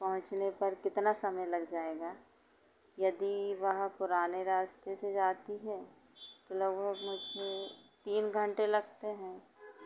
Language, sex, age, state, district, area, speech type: Hindi, female, 30-45, Madhya Pradesh, Chhindwara, urban, spontaneous